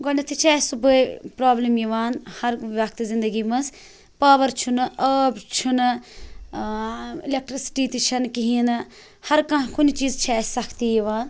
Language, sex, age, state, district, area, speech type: Kashmiri, female, 18-30, Jammu and Kashmir, Srinagar, rural, spontaneous